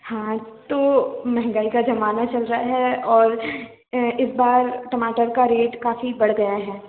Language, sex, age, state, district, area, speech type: Hindi, female, 18-30, Madhya Pradesh, Balaghat, rural, conversation